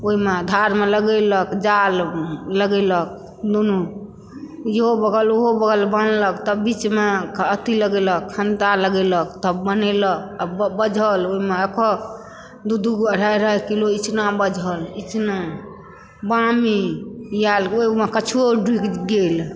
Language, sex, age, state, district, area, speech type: Maithili, female, 60+, Bihar, Supaul, rural, spontaneous